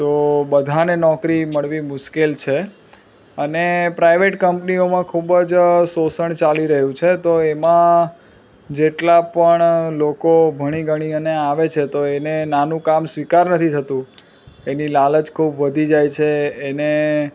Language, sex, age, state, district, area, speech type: Gujarati, male, 30-45, Gujarat, Surat, urban, spontaneous